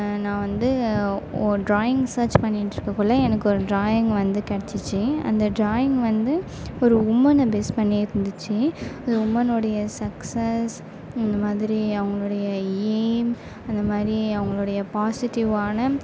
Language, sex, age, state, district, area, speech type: Tamil, female, 18-30, Tamil Nadu, Mayiladuthurai, urban, spontaneous